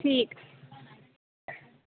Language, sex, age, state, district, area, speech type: Dogri, female, 18-30, Jammu and Kashmir, Samba, rural, conversation